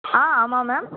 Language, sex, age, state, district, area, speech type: Tamil, female, 30-45, Tamil Nadu, Mayiladuthurai, urban, conversation